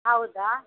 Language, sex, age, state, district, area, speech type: Kannada, female, 60+, Karnataka, Udupi, urban, conversation